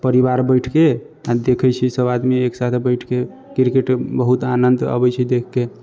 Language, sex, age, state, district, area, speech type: Maithili, male, 45-60, Bihar, Sitamarhi, rural, spontaneous